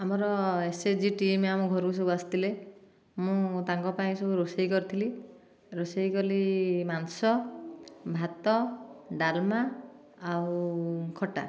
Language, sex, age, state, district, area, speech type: Odia, female, 45-60, Odisha, Dhenkanal, rural, spontaneous